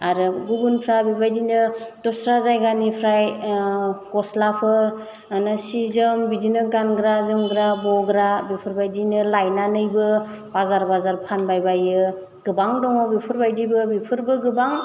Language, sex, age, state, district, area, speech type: Bodo, female, 30-45, Assam, Chirang, rural, spontaneous